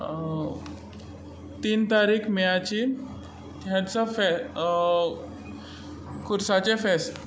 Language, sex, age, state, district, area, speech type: Goan Konkani, male, 18-30, Goa, Tiswadi, rural, spontaneous